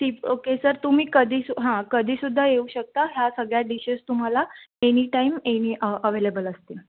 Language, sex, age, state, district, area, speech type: Marathi, female, 18-30, Maharashtra, Raigad, rural, conversation